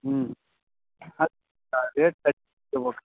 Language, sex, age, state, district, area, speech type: Kannada, male, 45-60, Karnataka, Raichur, rural, conversation